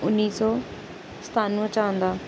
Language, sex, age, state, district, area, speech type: Dogri, female, 18-30, Jammu and Kashmir, Samba, rural, spontaneous